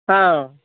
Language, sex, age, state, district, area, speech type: Odia, female, 45-60, Odisha, Ganjam, urban, conversation